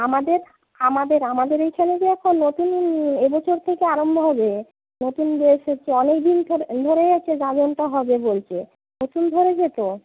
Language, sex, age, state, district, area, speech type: Bengali, female, 30-45, West Bengal, Paschim Medinipur, urban, conversation